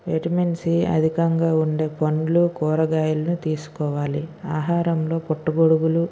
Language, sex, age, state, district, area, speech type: Telugu, female, 45-60, Andhra Pradesh, Vizianagaram, rural, spontaneous